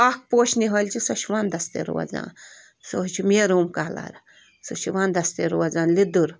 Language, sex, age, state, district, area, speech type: Kashmiri, female, 18-30, Jammu and Kashmir, Bandipora, rural, spontaneous